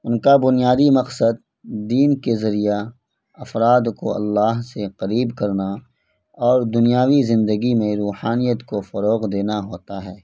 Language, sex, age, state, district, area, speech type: Urdu, male, 18-30, Bihar, Purnia, rural, spontaneous